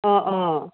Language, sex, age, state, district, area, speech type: Assamese, female, 45-60, Assam, Sivasagar, rural, conversation